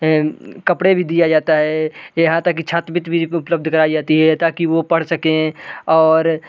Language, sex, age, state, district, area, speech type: Hindi, male, 18-30, Madhya Pradesh, Jabalpur, urban, spontaneous